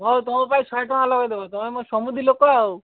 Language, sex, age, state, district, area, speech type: Odia, male, 45-60, Odisha, Malkangiri, urban, conversation